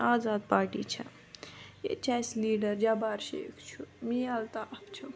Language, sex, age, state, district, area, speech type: Kashmiri, female, 45-60, Jammu and Kashmir, Ganderbal, rural, spontaneous